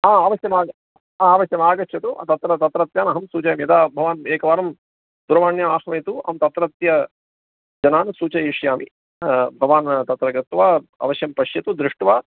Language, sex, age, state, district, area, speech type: Sanskrit, male, 45-60, Karnataka, Bangalore Urban, urban, conversation